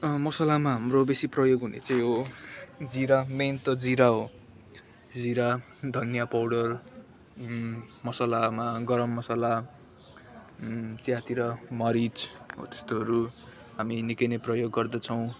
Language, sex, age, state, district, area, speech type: Nepali, male, 18-30, West Bengal, Kalimpong, rural, spontaneous